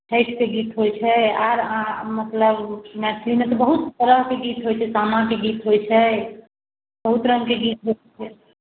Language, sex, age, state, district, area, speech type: Maithili, male, 45-60, Bihar, Sitamarhi, urban, conversation